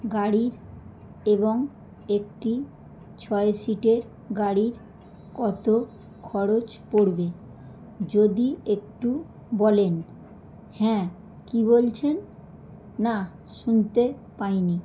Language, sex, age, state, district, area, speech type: Bengali, female, 45-60, West Bengal, Howrah, urban, spontaneous